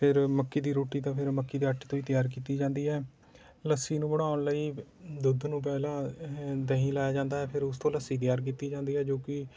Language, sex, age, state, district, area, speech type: Punjabi, male, 30-45, Punjab, Rupnagar, rural, spontaneous